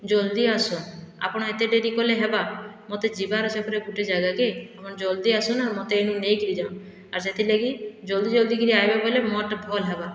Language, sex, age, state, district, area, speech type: Odia, female, 60+, Odisha, Boudh, rural, spontaneous